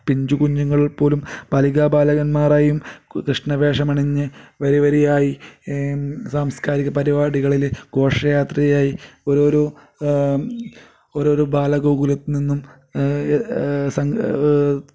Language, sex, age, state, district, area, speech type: Malayalam, male, 30-45, Kerala, Kasaragod, rural, spontaneous